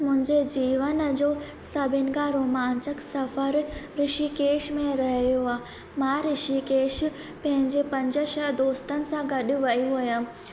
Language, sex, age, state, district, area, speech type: Sindhi, female, 18-30, Madhya Pradesh, Katni, urban, spontaneous